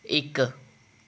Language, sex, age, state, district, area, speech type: Punjabi, male, 18-30, Punjab, Gurdaspur, rural, read